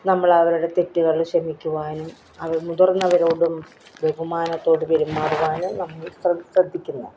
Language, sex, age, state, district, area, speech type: Malayalam, female, 60+, Kerala, Kollam, rural, spontaneous